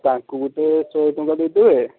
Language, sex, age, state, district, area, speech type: Odia, male, 18-30, Odisha, Balasore, rural, conversation